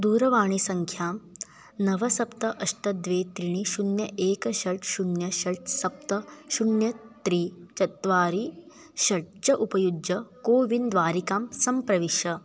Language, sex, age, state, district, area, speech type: Sanskrit, female, 18-30, Maharashtra, Chandrapur, rural, read